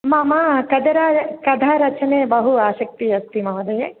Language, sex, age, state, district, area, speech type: Sanskrit, female, 30-45, Andhra Pradesh, Bapatla, urban, conversation